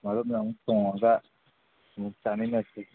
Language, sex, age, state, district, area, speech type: Manipuri, male, 30-45, Manipur, Kangpokpi, urban, conversation